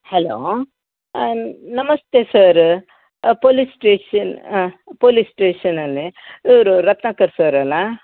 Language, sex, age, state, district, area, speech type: Kannada, female, 60+, Karnataka, Udupi, rural, conversation